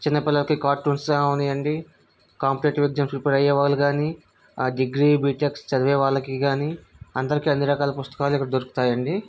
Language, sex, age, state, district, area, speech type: Telugu, male, 45-60, Andhra Pradesh, Vizianagaram, rural, spontaneous